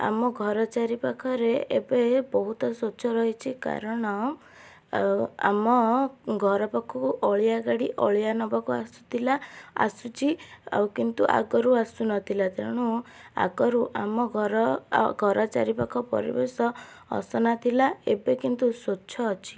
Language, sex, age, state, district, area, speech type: Odia, female, 18-30, Odisha, Cuttack, urban, spontaneous